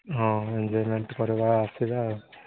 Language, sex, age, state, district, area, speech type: Odia, male, 18-30, Odisha, Koraput, urban, conversation